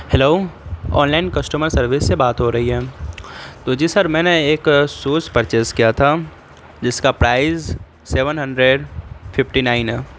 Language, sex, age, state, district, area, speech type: Urdu, male, 18-30, Bihar, Saharsa, rural, spontaneous